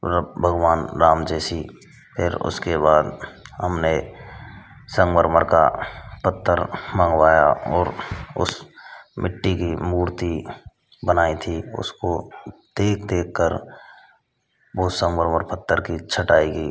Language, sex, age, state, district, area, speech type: Hindi, male, 18-30, Rajasthan, Bharatpur, rural, spontaneous